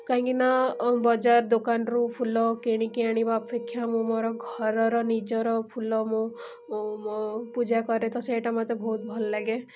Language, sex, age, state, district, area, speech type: Odia, female, 18-30, Odisha, Cuttack, urban, spontaneous